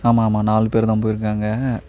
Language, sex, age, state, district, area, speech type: Tamil, male, 18-30, Tamil Nadu, Tiruvannamalai, urban, spontaneous